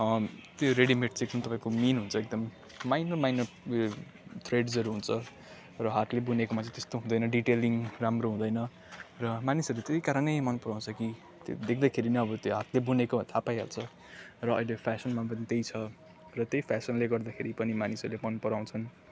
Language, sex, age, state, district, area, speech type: Nepali, male, 18-30, West Bengal, Kalimpong, rural, spontaneous